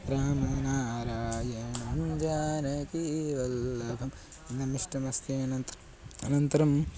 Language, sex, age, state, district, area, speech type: Sanskrit, male, 18-30, Karnataka, Haveri, rural, spontaneous